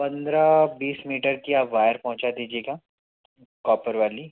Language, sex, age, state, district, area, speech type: Hindi, male, 60+, Madhya Pradesh, Bhopal, urban, conversation